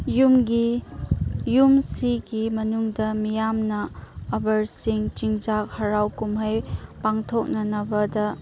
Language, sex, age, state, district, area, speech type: Manipuri, female, 30-45, Manipur, Chandel, rural, read